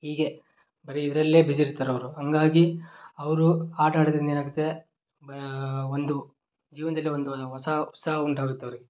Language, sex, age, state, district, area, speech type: Kannada, male, 18-30, Karnataka, Koppal, rural, spontaneous